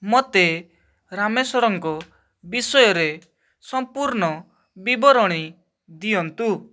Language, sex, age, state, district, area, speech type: Odia, male, 18-30, Odisha, Balasore, rural, read